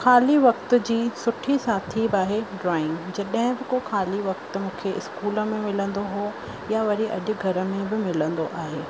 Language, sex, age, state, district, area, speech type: Sindhi, female, 30-45, Rajasthan, Ajmer, urban, spontaneous